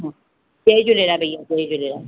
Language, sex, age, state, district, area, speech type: Sindhi, female, 45-60, Maharashtra, Mumbai Suburban, urban, conversation